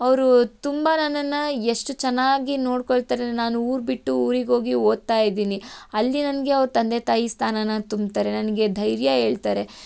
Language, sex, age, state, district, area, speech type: Kannada, female, 18-30, Karnataka, Tumkur, rural, spontaneous